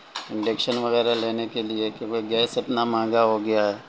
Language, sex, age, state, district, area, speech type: Urdu, male, 45-60, Bihar, Gaya, urban, spontaneous